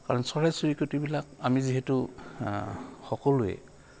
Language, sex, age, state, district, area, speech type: Assamese, male, 60+, Assam, Goalpara, urban, spontaneous